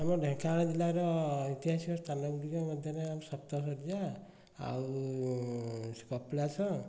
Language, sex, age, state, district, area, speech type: Odia, male, 45-60, Odisha, Dhenkanal, rural, spontaneous